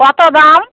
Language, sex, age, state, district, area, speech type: Bengali, female, 30-45, West Bengal, Howrah, urban, conversation